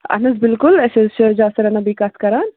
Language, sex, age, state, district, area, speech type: Kashmiri, female, 18-30, Jammu and Kashmir, Bandipora, rural, conversation